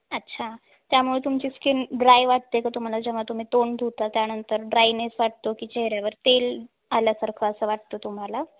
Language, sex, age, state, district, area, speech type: Marathi, female, 18-30, Maharashtra, Osmanabad, rural, conversation